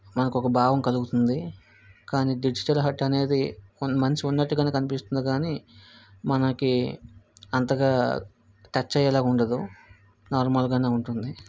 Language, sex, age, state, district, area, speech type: Telugu, male, 45-60, Andhra Pradesh, Vizianagaram, rural, spontaneous